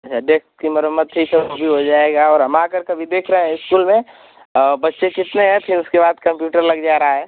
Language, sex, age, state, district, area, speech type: Hindi, male, 18-30, Uttar Pradesh, Ghazipur, urban, conversation